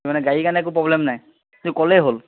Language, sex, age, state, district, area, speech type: Assamese, male, 30-45, Assam, Charaideo, rural, conversation